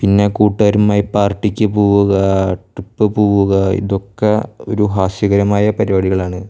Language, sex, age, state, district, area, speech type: Malayalam, male, 18-30, Kerala, Thrissur, rural, spontaneous